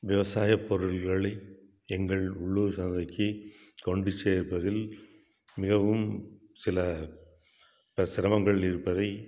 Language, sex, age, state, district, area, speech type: Tamil, male, 60+, Tamil Nadu, Tiruppur, urban, spontaneous